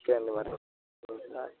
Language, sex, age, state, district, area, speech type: Telugu, male, 18-30, Telangana, Siddipet, rural, conversation